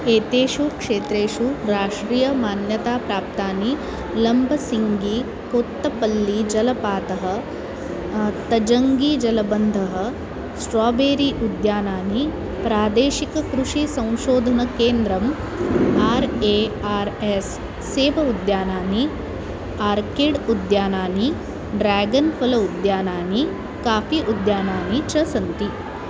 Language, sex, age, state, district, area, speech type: Sanskrit, female, 30-45, Maharashtra, Nagpur, urban, read